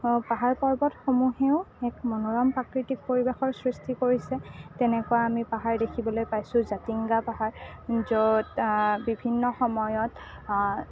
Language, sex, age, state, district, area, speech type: Assamese, female, 18-30, Assam, Kamrup Metropolitan, urban, spontaneous